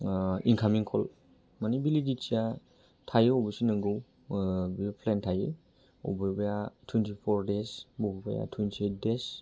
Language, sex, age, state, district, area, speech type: Bodo, male, 30-45, Assam, Kokrajhar, rural, spontaneous